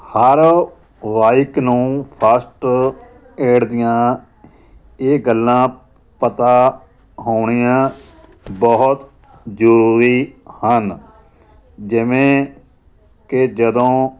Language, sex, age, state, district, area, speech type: Punjabi, male, 45-60, Punjab, Moga, rural, spontaneous